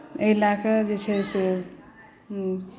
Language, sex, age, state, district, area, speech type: Maithili, female, 45-60, Bihar, Saharsa, rural, spontaneous